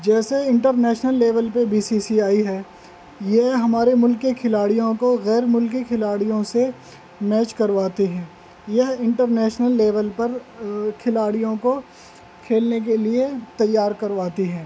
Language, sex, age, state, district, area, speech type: Urdu, male, 30-45, Delhi, North East Delhi, urban, spontaneous